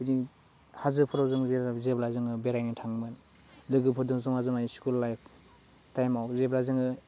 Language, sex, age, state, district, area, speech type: Bodo, male, 18-30, Assam, Udalguri, urban, spontaneous